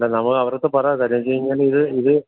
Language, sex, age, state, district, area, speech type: Malayalam, male, 60+, Kerala, Alappuzha, rural, conversation